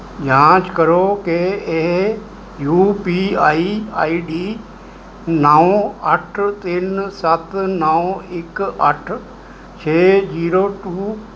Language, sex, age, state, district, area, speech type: Punjabi, male, 60+, Punjab, Mohali, urban, read